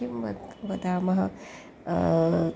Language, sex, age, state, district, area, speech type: Sanskrit, female, 45-60, Maharashtra, Nagpur, urban, spontaneous